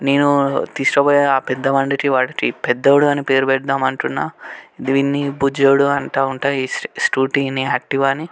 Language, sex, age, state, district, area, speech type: Telugu, male, 18-30, Telangana, Medchal, urban, spontaneous